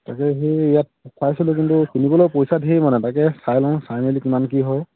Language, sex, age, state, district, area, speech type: Assamese, male, 30-45, Assam, Dhemaji, rural, conversation